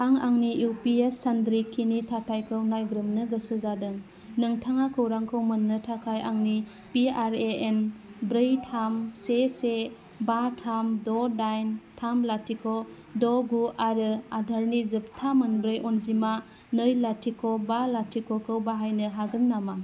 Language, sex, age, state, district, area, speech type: Bodo, female, 30-45, Assam, Udalguri, rural, read